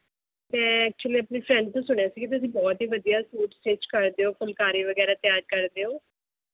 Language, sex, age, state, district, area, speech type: Punjabi, female, 30-45, Punjab, Mohali, rural, conversation